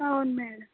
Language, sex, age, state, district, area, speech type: Telugu, female, 18-30, Andhra Pradesh, Anakapalli, rural, conversation